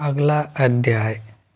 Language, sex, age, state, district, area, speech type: Hindi, male, 30-45, Rajasthan, Jaipur, urban, read